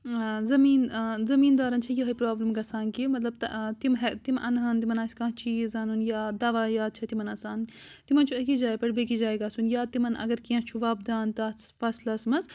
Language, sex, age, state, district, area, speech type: Kashmiri, female, 30-45, Jammu and Kashmir, Srinagar, urban, spontaneous